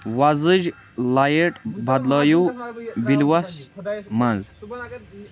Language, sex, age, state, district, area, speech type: Kashmiri, male, 18-30, Jammu and Kashmir, Shopian, rural, read